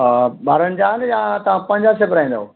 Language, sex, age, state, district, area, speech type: Sindhi, male, 60+, Delhi, South Delhi, rural, conversation